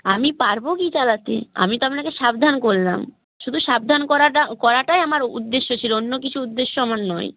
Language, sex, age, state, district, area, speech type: Bengali, female, 18-30, West Bengal, North 24 Parganas, rural, conversation